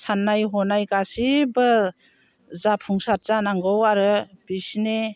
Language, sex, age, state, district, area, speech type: Bodo, female, 60+, Assam, Chirang, rural, spontaneous